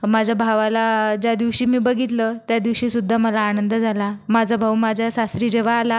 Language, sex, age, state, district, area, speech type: Marathi, female, 30-45, Maharashtra, Buldhana, rural, spontaneous